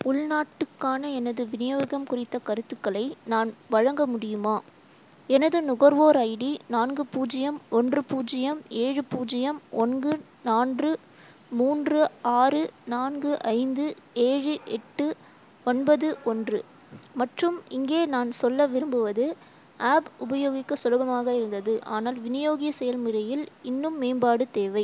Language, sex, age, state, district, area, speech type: Tamil, female, 18-30, Tamil Nadu, Ranipet, rural, read